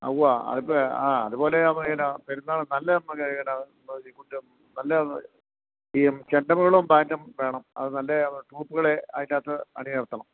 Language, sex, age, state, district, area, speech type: Malayalam, male, 60+, Kerala, Idukki, rural, conversation